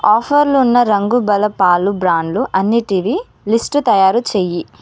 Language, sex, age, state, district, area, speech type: Telugu, female, 18-30, Telangana, Ranga Reddy, urban, read